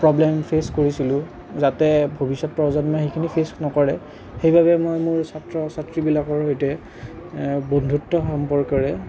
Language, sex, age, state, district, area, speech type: Assamese, male, 30-45, Assam, Nalbari, rural, spontaneous